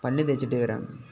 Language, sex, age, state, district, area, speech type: Malayalam, male, 18-30, Kerala, Kozhikode, rural, spontaneous